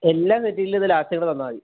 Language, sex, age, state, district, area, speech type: Malayalam, male, 30-45, Kerala, Palakkad, urban, conversation